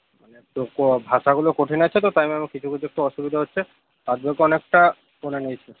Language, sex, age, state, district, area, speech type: Bengali, male, 45-60, West Bengal, Paschim Bardhaman, urban, conversation